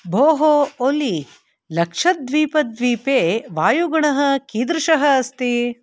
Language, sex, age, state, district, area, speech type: Sanskrit, female, 45-60, Karnataka, Bangalore Urban, urban, read